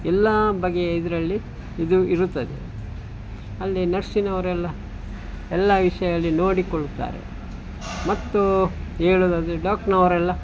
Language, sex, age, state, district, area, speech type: Kannada, male, 45-60, Karnataka, Dakshina Kannada, rural, spontaneous